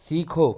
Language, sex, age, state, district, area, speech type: Hindi, male, 18-30, Madhya Pradesh, Bhopal, urban, read